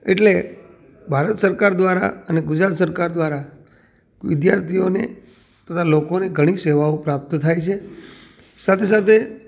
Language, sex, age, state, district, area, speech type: Gujarati, male, 45-60, Gujarat, Amreli, rural, spontaneous